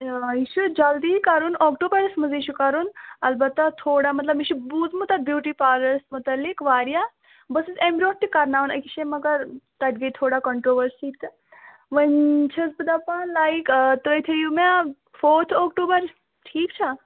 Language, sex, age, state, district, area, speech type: Kashmiri, female, 18-30, Jammu and Kashmir, Pulwama, rural, conversation